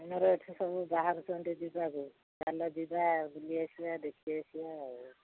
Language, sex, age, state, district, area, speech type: Odia, female, 45-60, Odisha, Angul, rural, conversation